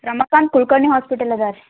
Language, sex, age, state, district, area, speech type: Kannada, female, 18-30, Karnataka, Gulbarga, urban, conversation